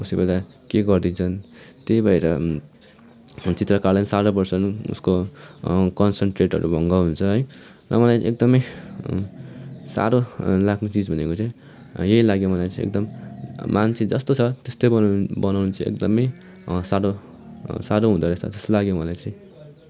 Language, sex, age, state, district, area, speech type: Nepali, male, 18-30, West Bengal, Kalimpong, rural, spontaneous